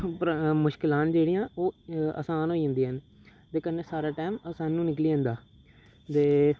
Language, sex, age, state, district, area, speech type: Dogri, male, 30-45, Jammu and Kashmir, Reasi, urban, spontaneous